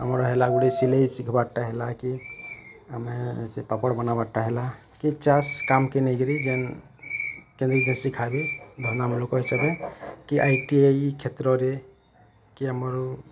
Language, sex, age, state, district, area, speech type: Odia, male, 45-60, Odisha, Bargarh, urban, spontaneous